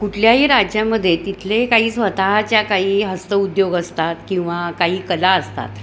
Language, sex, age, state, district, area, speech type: Marathi, female, 60+, Maharashtra, Kolhapur, urban, spontaneous